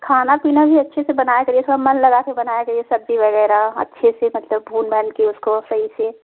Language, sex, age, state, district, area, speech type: Hindi, female, 30-45, Uttar Pradesh, Jaunpur, rural, conversation